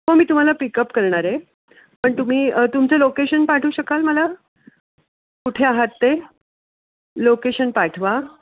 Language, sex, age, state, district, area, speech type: Marathi, female, 60+, Maharashtra, Pune, urban, conversation